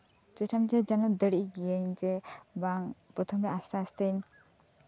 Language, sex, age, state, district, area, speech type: Santali, female, 18-30, West Bengal, Birbhum, rural, spontaneous